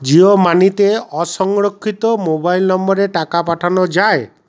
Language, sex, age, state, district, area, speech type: Bengali, male, 45-60, West Bengal, Paschim Bardhaman, urban, read